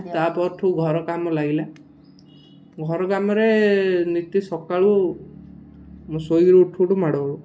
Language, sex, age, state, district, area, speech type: Odia, male, 18-30, Odisha, Ganjam, urban, spontaneous